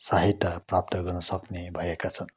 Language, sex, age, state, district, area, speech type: Nepali, male, 30-45, West Bengal, Darjeeling, rural, spontaneous